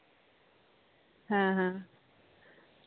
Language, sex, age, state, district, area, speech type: Santali, female, 18-30, West Bengal, Malda, rural, conversation